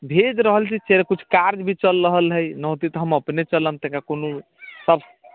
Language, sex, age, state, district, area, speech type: Maithili, male, 45-60, Bihar, Sitamarhi, rural, conversation